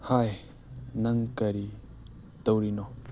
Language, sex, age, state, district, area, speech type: Manipuri, male, 18-30, Manipur, Kangpokpi, urban, read